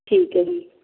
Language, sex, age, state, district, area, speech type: Punjabi, female, 30-45, Punjab, Barnala, rural, conversation